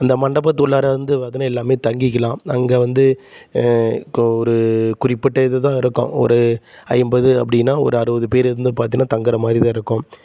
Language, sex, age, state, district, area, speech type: Tamil, male, 30-45, Tamil Nadu, Salem, rural, spontaneous